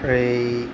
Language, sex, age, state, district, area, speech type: Assamese, male, 45-60, Assam, Golaghat, urban, spontaneous